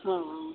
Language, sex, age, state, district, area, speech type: Gujarati, female, 60+, Gujarat, Kheda, rural, conversation